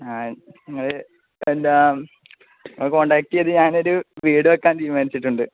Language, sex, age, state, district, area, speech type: Malayalam, male, 18-30, Kerala, Malappuram, rural, conversation